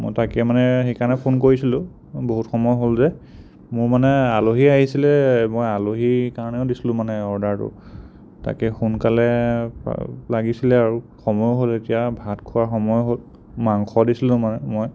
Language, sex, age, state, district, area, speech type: Assamese, male, 30-45, Assam, Sonitpur, rural, spontaneous